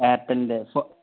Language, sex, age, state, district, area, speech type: Malayalam, male, 18-30, Kerala, Kozhikode, rural, conversation